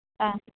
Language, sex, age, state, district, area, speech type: Malayalam, female, 18-30, Kerala, Idukki, rural, conversation